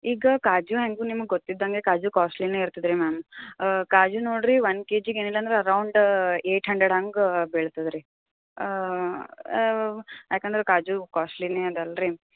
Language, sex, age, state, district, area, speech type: Kannada, female, 18-30, Karnataka, Gulbarga, urban, conversation